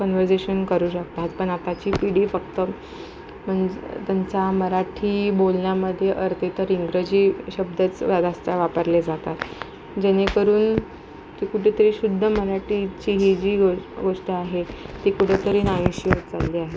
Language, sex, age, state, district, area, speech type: Marathi, female, 18-30, Maharashtra, Ratnagiri, urban, spontaneous